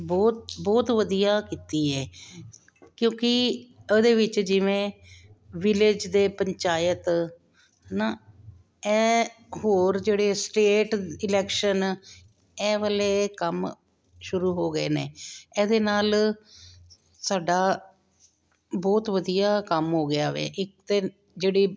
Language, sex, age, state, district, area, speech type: Punjabi, female, 45-60, Punjab, Jalandhar, urban, spontaneous